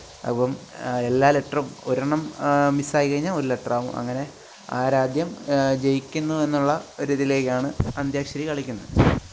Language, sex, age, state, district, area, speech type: Malayalam, male, 18-30, Kerala, Alappuzha, rural, spontaneous